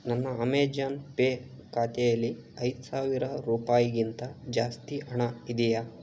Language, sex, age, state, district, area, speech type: Kannada, male, 18-30, Karnataka, Tumkur, rural, read